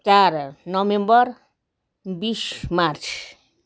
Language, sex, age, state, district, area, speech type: Nepali, female, 60+, West Bengal, Darjeeling, rural, spontaneous